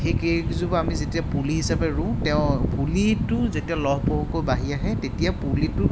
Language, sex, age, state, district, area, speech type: Assamese, male, 30-45, Assam, Sivasagar, urban, spontaneous